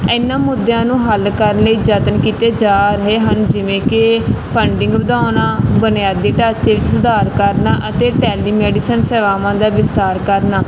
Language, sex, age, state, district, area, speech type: Punjabi, female, 18-30, Punjab, Barnala, urban, spontaneous